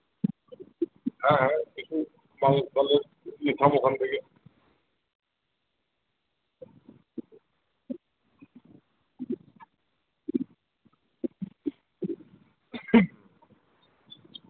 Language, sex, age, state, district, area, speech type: Bengali, male, 30-45, West Bengal, Uttar Dinajpur, urban, conversation